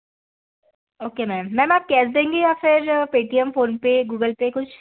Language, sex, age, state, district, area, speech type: Hindi, female, 30-45, Madhya Pradesh, Balaghat, rural, conversation